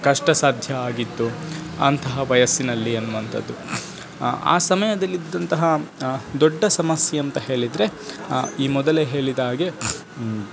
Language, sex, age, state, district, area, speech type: Kannada, male, 18-30, Karnataka, Dakshina Kannada, rural, spontaneous